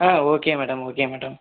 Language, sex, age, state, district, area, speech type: Tamil, male, 18-30, Tamil Nadu, Tiruvallur, rural, conversation